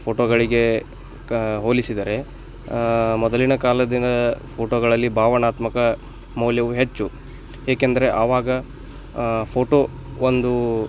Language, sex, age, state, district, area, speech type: Kannada, male, 18-30, Karnataka, Bagalkot, rural, spontaneous